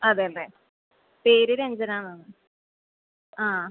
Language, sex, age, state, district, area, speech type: Malayalam, female, 18-30, Kerala, Kasaragod, rural, conversation